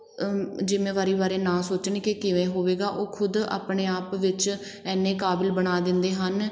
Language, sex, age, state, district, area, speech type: Punjabi, female, 18-30, Punjab, Patiala, rural, spontaneous